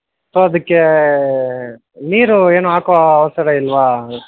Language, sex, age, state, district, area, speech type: Kannada, male, 18-30, Karnataka, Kolar, rural, conversation